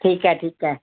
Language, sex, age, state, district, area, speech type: Sindhi, female, 60+, Gujarat, Kutch, urban, conversation